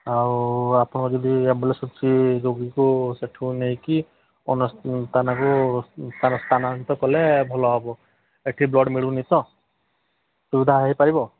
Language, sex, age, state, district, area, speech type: Odia, male, 45-60, Odisha, Sambalpur, rural, conversation